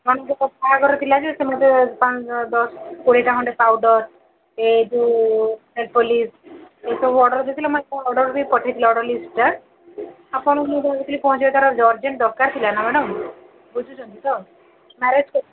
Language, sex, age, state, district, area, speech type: Odia, female, 60+, Odisha, Gajapati, rural, conversation